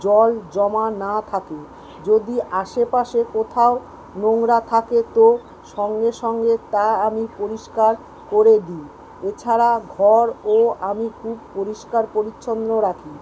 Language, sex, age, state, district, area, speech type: Bengali, female, 45-60, West Bengal, Kolkata, urban, spontaneous